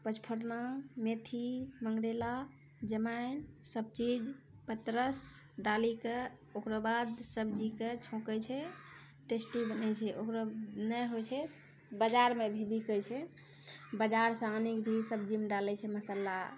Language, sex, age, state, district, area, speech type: Maithili, female, 60+, Bihar, Purnia, rural, spontaneous